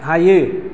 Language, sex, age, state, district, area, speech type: Bodo, male, 60+, Assam, Chirang, rural, spontaneous